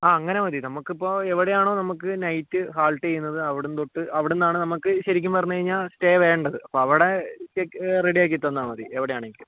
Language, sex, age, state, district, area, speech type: Malayalam, male, 60+, Kerala, Kozhikode, urban, conversation